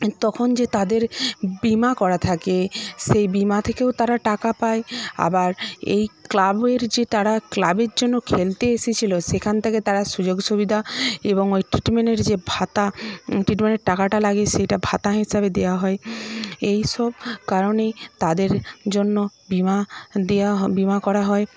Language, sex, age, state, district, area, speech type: Bengali, female, 45-60, West Bengal, Paschim Medinipur, rural, spontaneous